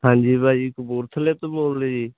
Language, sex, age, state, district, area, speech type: Punjabi, male, 18-30, Punjab, Hoshiarpur, rural, conversation